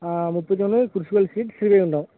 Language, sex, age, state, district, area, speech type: Tamil, male, 18-30, Tamil Nadu, Thoothukudi, rural, conversation